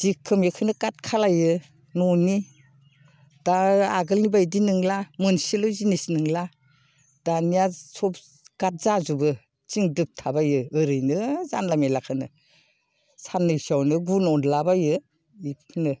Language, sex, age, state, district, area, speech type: Bodo, female, 60+, Assam, Baksa, urban, spontaneous